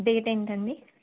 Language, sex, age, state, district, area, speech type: Telugu, female, 18-30, Telangana, Warangal, rural, conversation